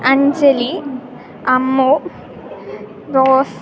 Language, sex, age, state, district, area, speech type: Malayalam, female, 18-30, Kerala, Idukki, rural, spontaneous